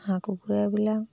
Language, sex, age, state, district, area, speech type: Assamese, female, 60+, Assam, Dibrugarh, rural, spontaneous